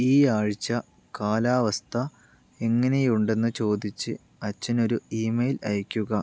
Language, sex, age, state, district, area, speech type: Malayalam, male, 30-45, Kerala, Palakkad, rural, read